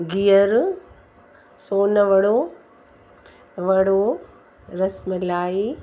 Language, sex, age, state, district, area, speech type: Sindhi, female, 60+, Uttar Pradesh, Lucknow, urban, spontaneous